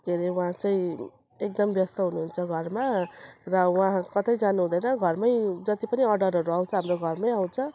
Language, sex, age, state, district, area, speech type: Nepali, female, 30-45, West Bengal, Jalpaiguri, urban, spontaneous